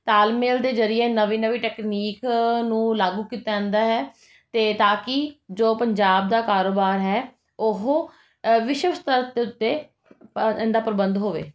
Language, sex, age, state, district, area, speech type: Punjabi, female, 30-45, Punjab, Jalandhar, urban, spontaneous